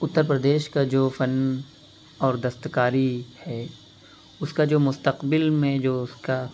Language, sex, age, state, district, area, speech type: Urdu, male, 18-30, Uttar Pradesh, Lucknow, urban, spontaneous